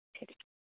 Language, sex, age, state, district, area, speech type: Malayalam, female, 30-45, Kerala, Wayanad, rural, conversation